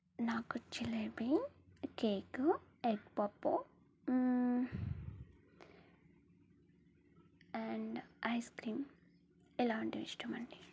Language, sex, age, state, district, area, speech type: Telugu, female, 30-45, Telangana, Warangal, rural, spontaneous